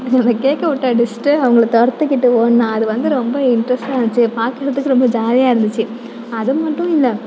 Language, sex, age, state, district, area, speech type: Tamil, female, 18-30, Tamil Nadu, Mayiladuthurai, urban, spontaneous